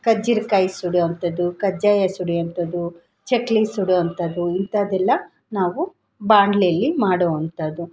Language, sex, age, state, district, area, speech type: Kannada, female, 45-60, Karnataka, Kolar, urban, spontaneous